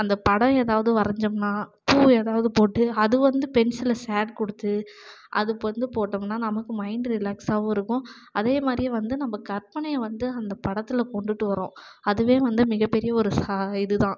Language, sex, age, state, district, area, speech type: Tamil, female, 18-30, Tamil Nadu, Namakkal, urban, spontaneous